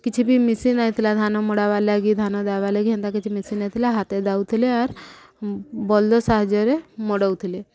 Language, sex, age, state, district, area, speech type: Odia, female, 30-45, Odisha, Subarnapur, urban, spontaneous